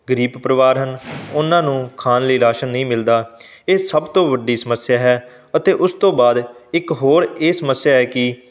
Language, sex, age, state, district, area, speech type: Punjabi, male, 18-30, Punjab, Fazilka, rural, spontaneous